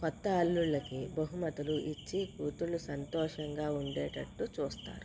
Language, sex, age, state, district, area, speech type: Telugu, female, 30-45, Andhra Pradesh, Konaseema, rural, spontaneous